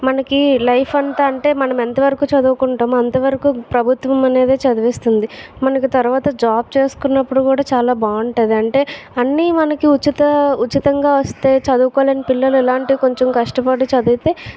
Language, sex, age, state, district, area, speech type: Telugu, female, 30-45, Andhra Pradesh, Vizianagaram, rural, spontaneous